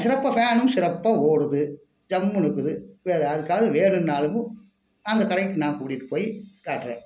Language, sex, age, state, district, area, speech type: Tamil, male, 45-60, Tamil Nadu, Tiruppur, rural, spontaneous